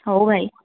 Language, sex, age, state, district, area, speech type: Odia, female, 30-45, Odisha, Kandhamal, rural, conversation